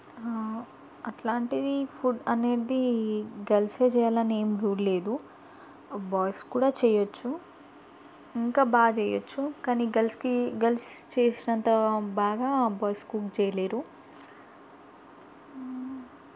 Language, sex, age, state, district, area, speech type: Telugu, female, 18-30, Telangana, Mahbubnagar, urban, spontaneous